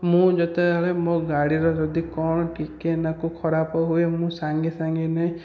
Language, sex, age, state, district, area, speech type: Odia, male, 18-30, Odisha, Khordha, rural, spontaneous